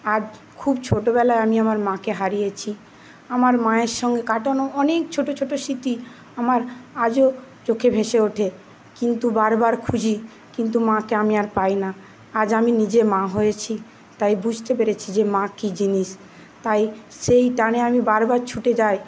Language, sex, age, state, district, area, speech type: Bengali, female, 30-45, West Bengal, Paschim Medinipur, rural, spontaneous